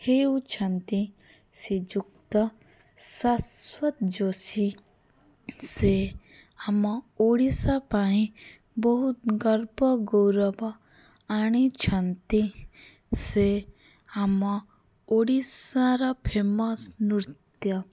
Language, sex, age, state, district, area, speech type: Odia, female, 18-30, Odisha, Bhadrak, rural, spontaneous